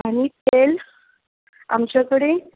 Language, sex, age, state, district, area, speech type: Goan Konkani, female, 30-45, Goa, Bardez, urban, conversation